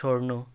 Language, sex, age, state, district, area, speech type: Nepali, male, 30-45, West Bengal, Jalpaiguri, rural, read